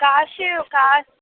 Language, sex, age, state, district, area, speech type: Telugu, female, 45-60, Andhra Pradesh, Srikakulam, rural, conversation